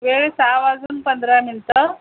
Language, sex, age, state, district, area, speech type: Marathi, female, 45-60, Maharashtra, Thane, urban, conversation